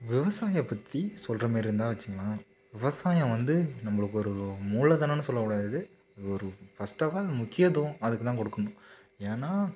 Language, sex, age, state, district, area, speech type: Tamil, male, 18-30, Tamil Nadu, Nagapattinam, rural, spontaneous